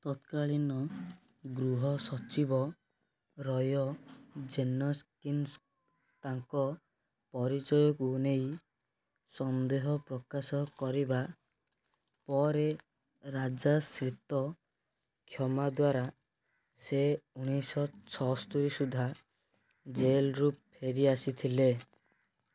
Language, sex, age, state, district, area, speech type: Odia, male, 18-30, Odisha, Cuttack, urban, read